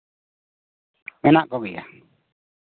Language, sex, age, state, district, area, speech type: Santali, male, 45-60, West Bengal, Bankura, rural, conversation